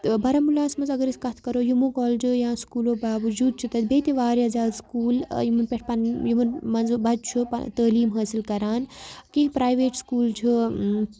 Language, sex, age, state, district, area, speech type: Kashmiri, female, 18-30, Jammu and Kashmir, Baramulla, rural, spontaneous